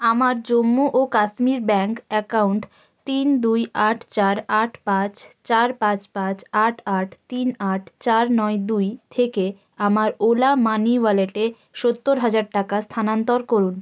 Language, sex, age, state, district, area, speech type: Bengali, female, 18-30, West Bengal, North 24 Parganas, rural, read